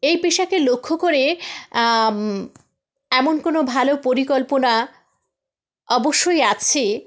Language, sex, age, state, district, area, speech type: Bengali, female, 18-30, West Bengal, South 24 Parganas, rural, spontaneous